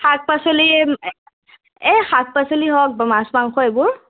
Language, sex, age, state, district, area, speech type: Assamese, female, 18-30, Assam, Darrang, rural, conversation